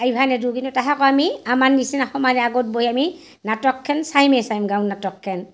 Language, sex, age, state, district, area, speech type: Assamese, female, 45-60, Assam, Barpeta, rural, spontaneous